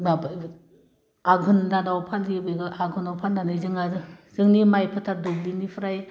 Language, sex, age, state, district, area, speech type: Bodo, female, 45-60, Assam, Udalguri, rural, spontaneous